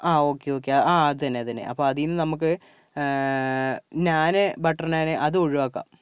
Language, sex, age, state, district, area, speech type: Malayalam, male, 45-60, Kerala, Kozhikode, urban, spontaneous